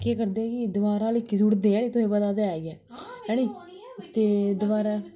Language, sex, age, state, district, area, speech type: Dogri, female, 18-30, Jammu and Kashmir, Kathua, urban, spontaneous